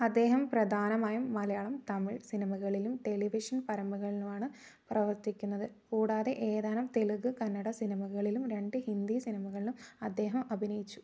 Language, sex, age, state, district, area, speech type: Malayalam, female, 18-30, Kerala, Wayanad, rural, read